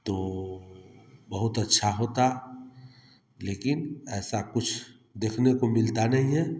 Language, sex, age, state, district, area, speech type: Hindi, male, 30-45, Bihar, Samastipur, rural, spontaneous